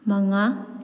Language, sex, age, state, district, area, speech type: Manipuri, female, 18-30, Manipur, Kakching, rural, read